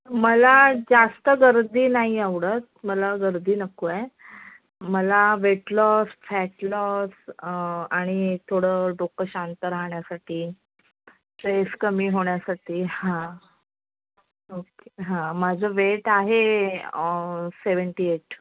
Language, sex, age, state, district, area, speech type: Marathi, female, 30-45, Maharashtra, Mumbai Suburban, urban, conversation